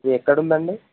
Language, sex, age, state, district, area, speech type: Telugu, male, 30-45, Andhra Pradesh, Srikakulam, urban, conversation